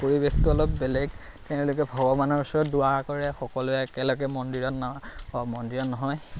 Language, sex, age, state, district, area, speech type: Assamese, male, 18-30, Assam, Majuli, urban, spontaneous